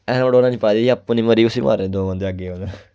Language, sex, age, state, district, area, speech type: Dogri, male, 18-30, Jammu and Kashmir, Kathua, rural, spontaneous